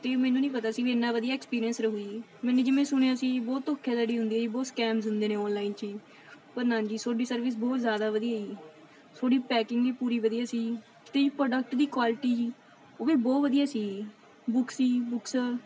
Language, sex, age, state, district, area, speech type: Punjabi, female, 18-30, Punjab, Mansa, rural, spontaneous